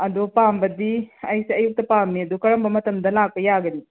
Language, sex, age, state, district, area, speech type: Manipuri, female, 30-45, Manipur, Bishnupur, rural, conversation